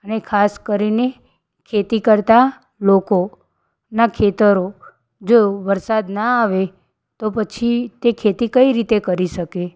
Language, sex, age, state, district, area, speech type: Gujarati, female, 18-30, Gujarat, Ahmedabad, urban, spontaneous